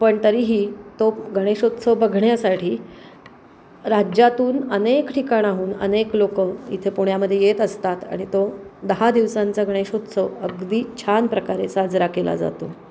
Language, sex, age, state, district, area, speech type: Marathi, female, 45-60, Maharashtra, Pune, urban, spontaneous